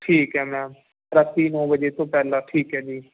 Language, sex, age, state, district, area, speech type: Punjabi, male, 18-30, Punjab, Firozpur, urban, conversation